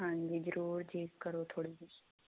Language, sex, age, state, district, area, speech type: Punjabi, female, 18-30, Punjab, Fazilka, rural, conversation